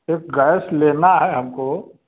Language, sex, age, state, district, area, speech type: Hindi, male, 60+, Uttar Pradesh, Chandauli, rural, conversation